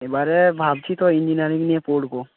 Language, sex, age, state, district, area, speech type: Bengali, male, 18-30, West Bengal, South 24 Parganas, rural, conversation